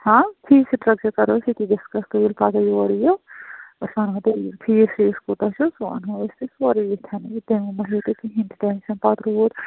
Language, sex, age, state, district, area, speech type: Kashmiri, female, 30-45, Jammu and Kashmir, Kulgam, rural, conversation